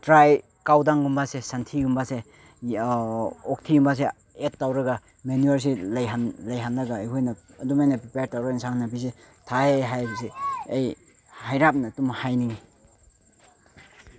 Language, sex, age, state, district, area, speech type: Manipuri, male, 18-30, Manipur, Chandel, rural, spontaneous